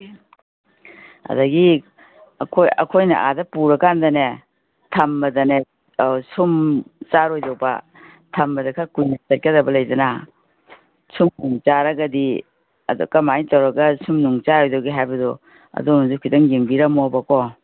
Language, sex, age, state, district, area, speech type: Manipuri, female, 60+, Manipur, Kangpokpi, urban, conversation